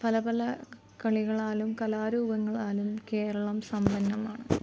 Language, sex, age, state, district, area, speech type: Malayalam, female, 18-30, Kerala, Alappuzha, rural, spontaneous